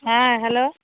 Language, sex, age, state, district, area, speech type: Bengali, female, 45-60, West Bengal, Darjeeling, urban, conversation